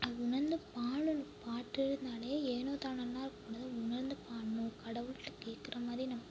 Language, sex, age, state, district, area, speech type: Tamil, female, 18-30, Tamil Nadu, Mayiladuthurai, urban, spontaneous